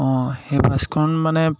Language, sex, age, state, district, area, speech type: Assamese, male, 18-30, Assam, Jorhat, urban, spontaneous